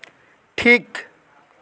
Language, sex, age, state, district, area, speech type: Santali, male, 30-45, West Bengal, Paschim Bardhaman, rural, read